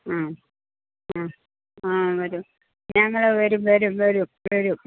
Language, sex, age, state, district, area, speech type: Malayalam, female, 45-60, Kerala, Pathanamthitta, rural, conversation